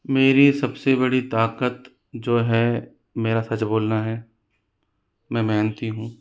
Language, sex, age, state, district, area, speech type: Hindi, male, 60+, Rajasthan, Jaipur, urban, spontaneous